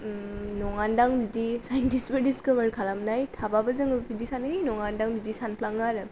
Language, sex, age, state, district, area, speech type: Bodo, female, 18-30, Assam, Kokrajhar, rural, spontaneous